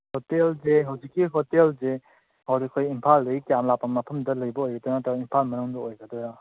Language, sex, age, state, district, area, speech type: Manipuri, male, 30-45, Manipur, Imphal East, rural, conversation